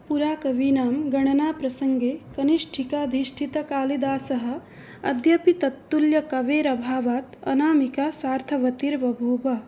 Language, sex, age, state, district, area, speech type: Sanskrit, female, 18-30, Assam, Biswanath, rural, spontaneous